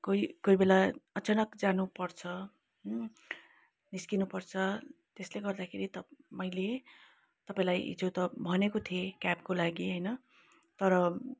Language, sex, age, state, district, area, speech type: Nepali, female, 30-45, West Bengal, Kalimpong, rural, spontaneous